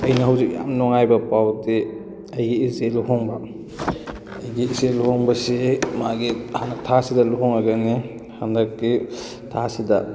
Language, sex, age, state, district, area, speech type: Manipuri, male, 18-30, Manipur, Kakching, rural, spontaneous